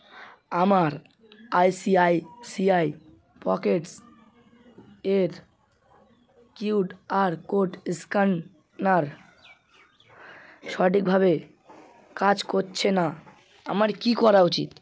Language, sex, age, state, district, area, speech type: Bengali, male, 18-30, West Bengal, Hooghly, urban, read